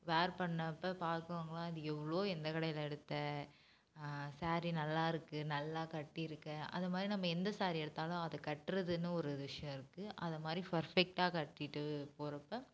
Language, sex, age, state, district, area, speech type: Tamil, female, 18-30, Tamil Nadu, Namakkal, urban, spontaneous